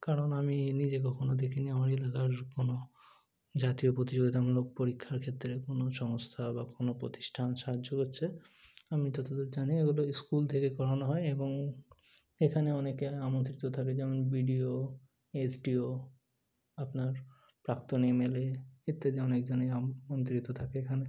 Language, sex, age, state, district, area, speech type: Bengali, male, 18-30, West Bengal, Murshidabad, urban, spontaneous